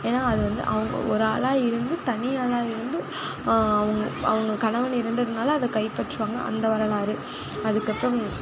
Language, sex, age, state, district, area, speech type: Tamil, female, 18-30, Tamil Nadu, Nagapattinam, rural, spontaneous